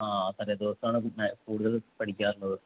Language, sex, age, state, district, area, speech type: Malayalam, male, 30-45, Kerala, Ernakulam, rural, conversation